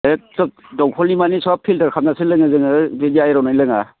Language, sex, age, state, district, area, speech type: Bodo, male, 45-60, Assam, Baksa, urban, conversation